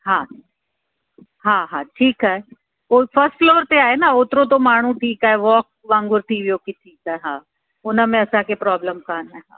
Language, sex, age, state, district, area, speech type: Sindhi, female, 30-45, Uttar Pradesh, Lucknow, urban, conversation